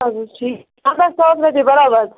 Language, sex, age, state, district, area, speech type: Kashmiri, female, 30-45, Jammu and Kashmir, Bandipora, rural, conversation